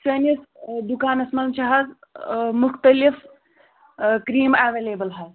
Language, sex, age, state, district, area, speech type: Kashmiri, male, 18-30, Jammu and Kashmir, Kulgam, rural, conversation